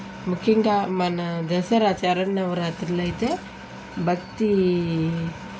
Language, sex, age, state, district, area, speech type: Telugu, female, 30-45, Andhra Pradesh, Nellore, urban, spontaneous